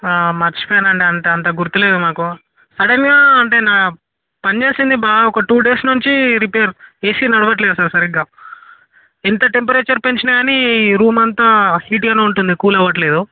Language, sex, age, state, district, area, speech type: Telugu, male, 18-30, Telangana, Vikarabad, urban, conversation